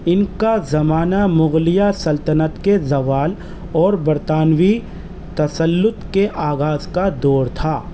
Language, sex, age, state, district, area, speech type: Urdu, male, 30-45, Delhi, East Delhi, urban, spontaneous